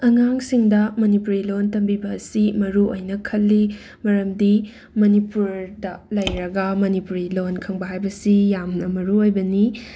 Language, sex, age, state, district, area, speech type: Manipuri, female, 30-45, Manipur, Imphal West, urban, spontaneous